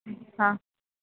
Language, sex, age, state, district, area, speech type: Urdu, female, 45-60, Uttar Pradesh, Rampur, urban, conversation